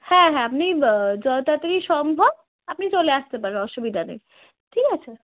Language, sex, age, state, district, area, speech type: Bengali, female, 18-30, West Bengal, Darjeeling, rural, conversation